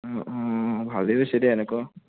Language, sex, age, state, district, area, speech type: Assamese, male, 30-45, Assam, Sonitpur, rural, conversation